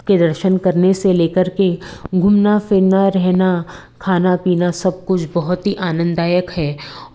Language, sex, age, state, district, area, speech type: Hindi, female, 45-60, Madhya Pradesh, Betul, urban, spontaneous